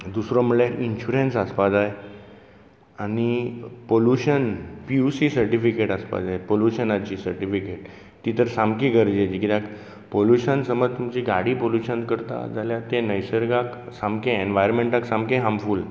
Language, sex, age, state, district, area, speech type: Goan Konkani, male, 45-60, Goa, Bardez, urban, spontaneous